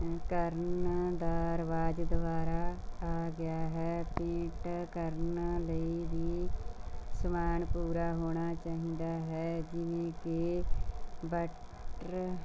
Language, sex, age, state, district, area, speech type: Punjabi, female, 45-60, Punjab, Mansa, rural, spontaneous